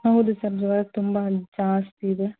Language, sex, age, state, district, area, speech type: Kannada, female, 30-45, Karnataka, Davanagere, rural, conversation